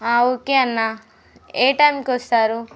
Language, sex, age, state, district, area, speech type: Telugu, female, 18-30, Telangana, Mancherial, rural, spontaneous